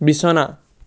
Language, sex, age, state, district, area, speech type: Assamese, male, 18-30, Assam, Charaideo, urban, read